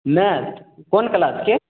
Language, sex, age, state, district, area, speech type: Maithili, male, 18-30, Bihar, Samastipur, rural, conversation